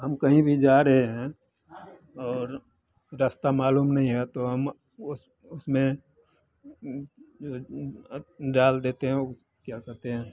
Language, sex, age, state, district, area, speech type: Hindi, male, 60+, Bihar, Madhepura, rural, spontaneous